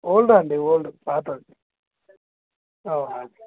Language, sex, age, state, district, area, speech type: Telugu, male, 18-30, Telangana, Jagtial, urban, conversation